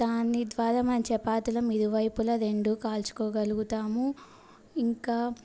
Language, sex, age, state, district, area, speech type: Telugu, female, 18-30, Telangana, Yadadri Bhuvanagiri, urban, spontaneous